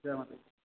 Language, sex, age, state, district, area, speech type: Dogri, male, 18-30, Jammu and Kashmir, Jammu, urban, conversation